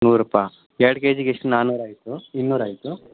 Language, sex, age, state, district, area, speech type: Kannada, male, 18-30, Karnataka, Mandya, rural, conversation